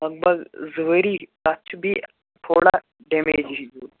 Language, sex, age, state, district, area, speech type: Kashmiri, male, 18-30, Jammu and Kashmir, Pulwama, urban, conversation